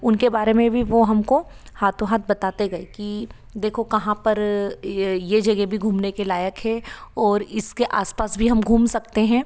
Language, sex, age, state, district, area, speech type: Hindi, female, 30-45, Madhya Pradesh, Ujjain, urban, spontaneous